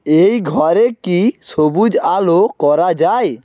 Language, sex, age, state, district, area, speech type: Bengali, male, 45-60, West Bengal, Purba Medinipur, rural, read